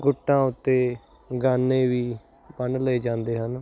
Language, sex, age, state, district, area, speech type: Punjabi, male, 30-45, Punjab, Hoshiarpur, rural, spontaneous